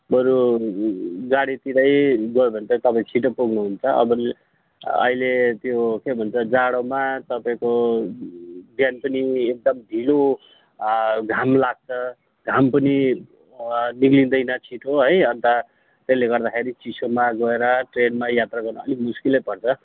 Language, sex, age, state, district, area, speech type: Nepali, male, 45-60, West Bengal, Jalpaiguri, urban, conversation